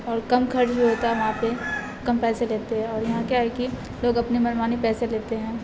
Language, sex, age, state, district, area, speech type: Urdu, female, 18-30, Bihar, Supaul, rural, spontaneous